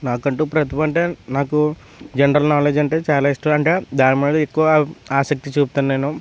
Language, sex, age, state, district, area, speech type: Telugu, male, 30-45, Andhra Pradesh, West Godavari, rural, spontaneous